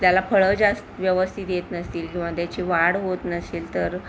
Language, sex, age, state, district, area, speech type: Marathi, female, 45-60, Maharashtra, Palghar, urban, spontaneous